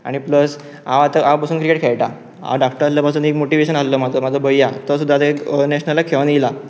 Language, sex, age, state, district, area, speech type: Goan Konkani, male, 18-30, Goa, Pernem, rural, spontaneous